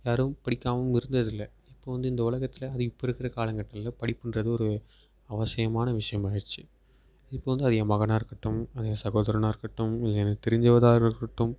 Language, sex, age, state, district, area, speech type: Tamil, male, 18-30, Tamil Nadu, Perambalur, rural, spontaneous